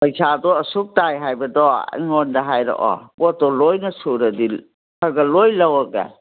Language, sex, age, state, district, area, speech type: Manipuri, female, 60+, Manipur, Kangpokpi, urban, conversation